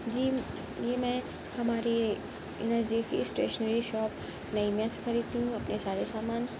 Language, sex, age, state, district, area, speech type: Urdu, other, 18-30, Uttar Pradesh, Mau, urban, spontaneous